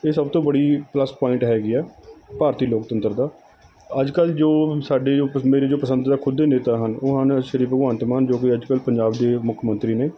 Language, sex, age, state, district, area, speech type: Punjabi, male, 30-45, Punjab, Mohali, rural, spontaneous